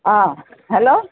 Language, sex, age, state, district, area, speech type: Assamese, female, 60+, Assam, Lakhimpur, urban, conversation